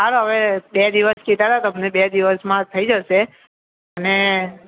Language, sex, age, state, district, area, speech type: Gujarati, male, 18-30, Gujarat, Aravalli, urban, conversation